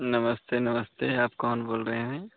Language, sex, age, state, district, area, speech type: Hindi, male, 18-30, Uttar Pradesh, Pratapgarh, rural, conversation